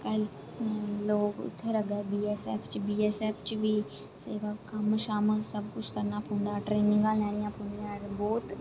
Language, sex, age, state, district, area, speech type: Dogri, female, 18-30, Jammu and Kashmir, Reasi, urban, spontaneous